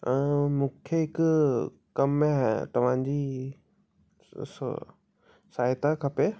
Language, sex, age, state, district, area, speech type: Sindhi, male, 18-30, Rajasthan, Ajmer, urban, spontaneous